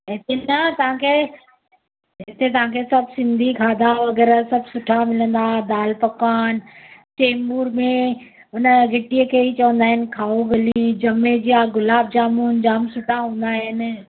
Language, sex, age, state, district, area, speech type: Sindhi, female, 45-60, Maharashtra, Mumbai Suburban, urban, conversation